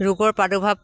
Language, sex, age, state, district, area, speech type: Assamese, female, 45-60, Assam, Dibrugarh, rural, spontaneous